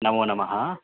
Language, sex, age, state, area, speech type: Sanskrit, male, 18-30, Madhya Pradesh, rural, conversation